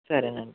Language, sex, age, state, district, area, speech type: Telugu, male, 18-30, Andhra Pradesh, Eluru, urban, conversation